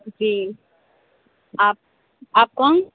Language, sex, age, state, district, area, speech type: Urdu, male, 18-30, Delhi, Central Delhi, urban, conversation